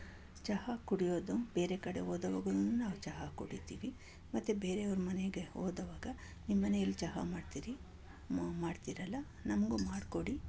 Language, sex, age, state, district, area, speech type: Kannada, female, 45-60, Karnataka, Bangalore Urban, urban, spontaneous